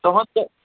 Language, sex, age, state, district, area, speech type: Kashmiri, male, 18-30, Jammu and Kashmir, Ganderbal, rural, conversation